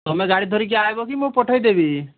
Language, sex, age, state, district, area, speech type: Odia, male, 45-60, Odisha, Malkangiri, urban, conversation